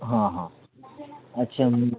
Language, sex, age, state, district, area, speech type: Marathi, male, 18-30, Maharashtra, Thane, urban, conversation